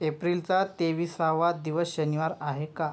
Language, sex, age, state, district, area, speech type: Marathi, male, 30-45, Maharashtra, Yavatmal, rural, read